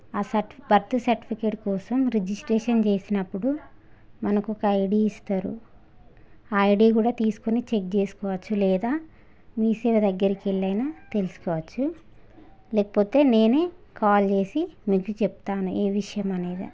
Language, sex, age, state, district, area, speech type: Telugu, female, 30-45, Telangana, Hanamkonda, rural, spontaneous